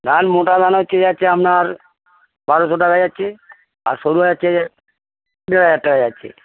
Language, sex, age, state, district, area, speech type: Bengali, male, 45-60, West Bengal, Darjeeling, rural, conversation